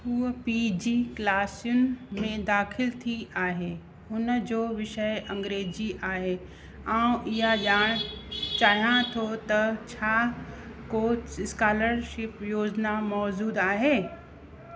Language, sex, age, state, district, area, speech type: Sindhi, female, 45-60, Uttar Pradesh, Lucknow, urban, read